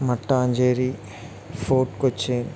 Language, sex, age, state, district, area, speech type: Malayalam, male, 30-45, Kerala, Wayanad, rural, spontaneous